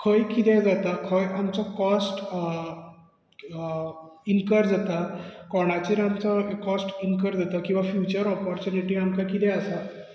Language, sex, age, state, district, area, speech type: Goan Konkani, male, 30-45, Goa, Bardez, urban, spontaneous